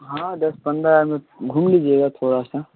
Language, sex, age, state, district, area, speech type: Hindi, male, 18-30, Bihar, Vaishali, urban, conversation